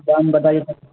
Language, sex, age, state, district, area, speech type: Urdu, male, 18-30, Bihar, Saharsa, rural, conversation